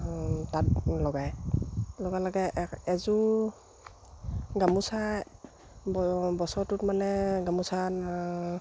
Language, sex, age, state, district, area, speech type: Assamese, female, 45-60, Assam, Dibrugarh, rural, spontaneous